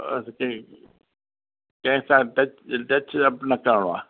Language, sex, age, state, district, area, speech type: Sindhi, male, 60+, Rajasthan, Ajmer, urban, conversation